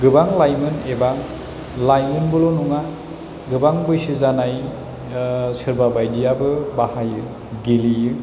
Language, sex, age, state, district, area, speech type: Bodo, male, 30-45, Assam, Chirang, rural, spontaneous